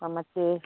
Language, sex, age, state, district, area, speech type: Kannada, female, 45-60, Karnataka, Udupi, rural, conversation